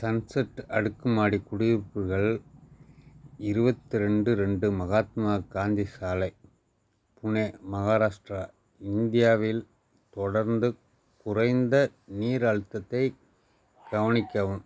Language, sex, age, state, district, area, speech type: Tamil, male, 60+, Tamil Nadu, Nagapattinam, rural, read